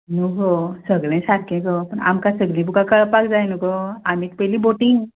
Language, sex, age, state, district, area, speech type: Goan Konkani, female, 30-45, Goa, Ponda, rural, conversation